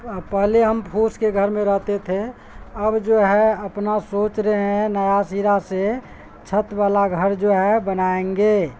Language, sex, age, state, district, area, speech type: Urdu, male, 45-60, Bihar, Supaul, rural, spontaneous